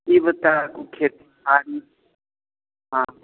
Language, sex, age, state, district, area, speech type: Maithili, male, 30-45, Bihar, Madhubani, rural, conversation